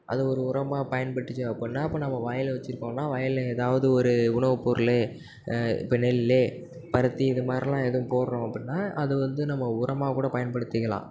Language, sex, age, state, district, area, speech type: Tamil, male, 18-30, Tamil Nadu, Nagapattinam, rural, spontaneous